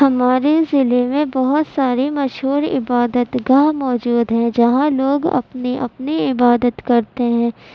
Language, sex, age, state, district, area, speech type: Urdu, female, 18-30, Uttar Pradesh, Gautam Buddha Nagar, rural, spontaneous